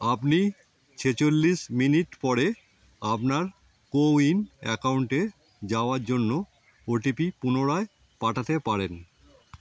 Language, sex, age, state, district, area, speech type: Bengali, male, 45-60, West Bengal, Howrah, urban, read